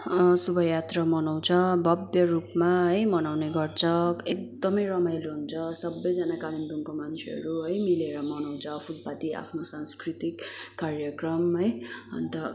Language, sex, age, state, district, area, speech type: Nepali, female, 18-30, West Bengal, Kalimpong, rural, spontaneous